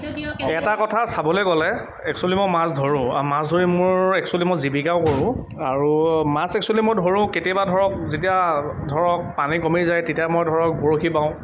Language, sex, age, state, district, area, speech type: Assamese, male, 18-30, Assam, Sivasagar, rural, spontaneous